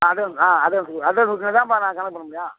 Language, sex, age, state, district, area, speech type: Tamil, male, 30-45, Tamil Nadu, Tiruvannamalai, rural, conversation